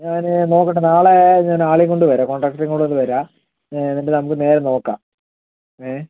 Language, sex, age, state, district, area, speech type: Malayalam, male, 45-60, Kerala, Palakkad, rural, conversation